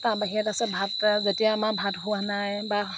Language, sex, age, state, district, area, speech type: Assamese, female, 30-45, Assam, Morigaon, rural, spontaneous